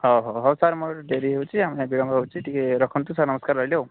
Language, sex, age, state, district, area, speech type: Odia, male, 18-30, Odisha, Jagatsinghpur, urban, conversation